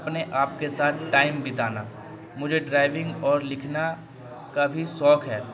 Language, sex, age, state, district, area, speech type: Urdu, male, 18-30, Bihar, Darbhanga, urban, spontaneous